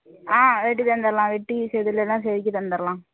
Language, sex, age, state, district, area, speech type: Tamil, female, 18-30, Tamil Nadu, Thoothukudi, rural, conversation